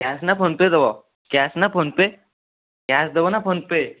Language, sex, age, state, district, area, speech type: Odia, male, 18-30, Odisha, Kendujhar, urban, conversation